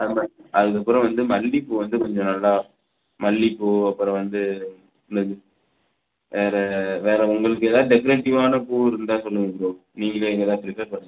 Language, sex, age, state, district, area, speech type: Tamil, male, 18-30, Tamil Nadu, Perambalur, rural, conversation